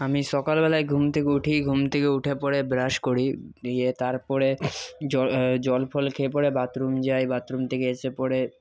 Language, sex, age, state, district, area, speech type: Bengali, male, 18-30, West Bengal, Paschim Bardhaman, rural, spontaneous